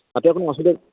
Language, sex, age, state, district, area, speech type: Santali, male, 18-30, West Bengal, Birbhum, rural, conversation